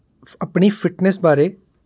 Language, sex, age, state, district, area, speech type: Punjabi, male, 30-45, Punjab, Mohali, urban, spontaneous